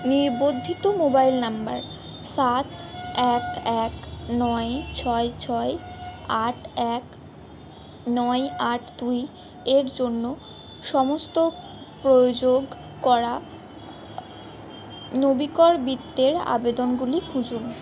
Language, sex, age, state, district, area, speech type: Bengali, female, 45-60, West Bengal, Purba Bardhaman, rural, read